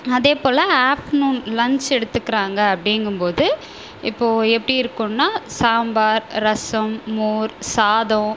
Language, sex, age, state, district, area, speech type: Tamil, female, 30-45, Tamil Nadu, Viluppuram, rural, spontaneous